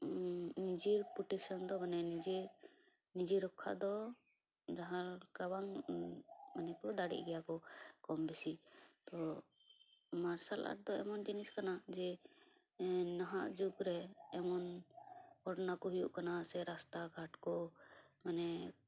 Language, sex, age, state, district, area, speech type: Santali, female, 18-30, West Bengal, Purba Bardhaman, rural, spontaneous